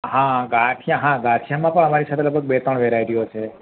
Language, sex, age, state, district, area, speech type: Gujarati, male, 30-45, Gujarat, Ahmedabad, urban, conversation